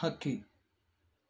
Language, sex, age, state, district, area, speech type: Kannada, male, 18-30, Karnataka, Bangalore Rural, urban, read